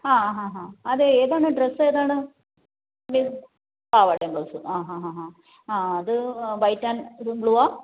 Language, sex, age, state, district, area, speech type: Malayalam, female, 30-45, Kerala, Alappuzha, rural, conversation